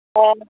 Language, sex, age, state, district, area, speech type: Santali, female, 30-45, West Bengal, Uttar Dinajpur, rural, conversation